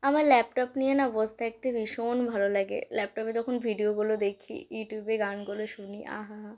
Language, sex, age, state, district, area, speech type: Bengali, female, 18-30, West Bengal, Malda, rural, spontaneous